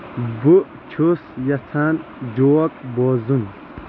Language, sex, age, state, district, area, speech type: Kashmiri, male, 30-45, Jammu and Kashmir, Kulgam, rural, read